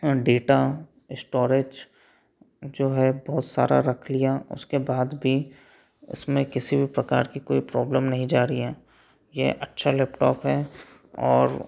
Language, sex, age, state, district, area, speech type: Hindi, male, 30-45, Madhya Pradesh, Betul, urban, spontaneous